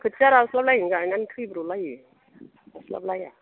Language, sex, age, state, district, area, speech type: Bodo, female, 60+, Assam, Chirang, rural, conversation